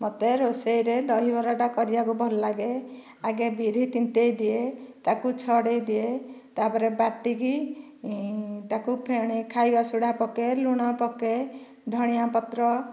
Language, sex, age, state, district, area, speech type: Odia, female, 45-60, Odisha, Dhenkanal, rural, spontaneous